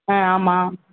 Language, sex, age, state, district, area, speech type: Tamil, female, 30-45, Tamil Nadu, Chengalpattu, urban, conversation